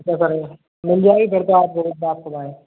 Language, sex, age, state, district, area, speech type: Hindi, male, 18-30, Rajasthan, Bharatpur, rural, conversation